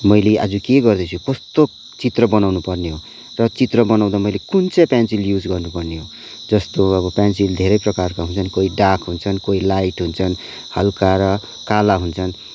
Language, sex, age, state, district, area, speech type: Nepali, male, 30-45, West Bengal, Kalimpong, rural, spontaneous